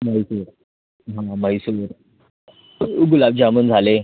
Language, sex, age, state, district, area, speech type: Marathi, male, 18-30, Maharashtra, Thane, urban, conversation